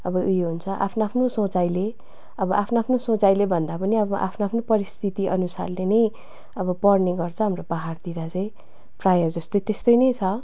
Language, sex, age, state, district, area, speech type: Nepali, female, 30-45, West Bengal, Darjeeling, rural, spontaneous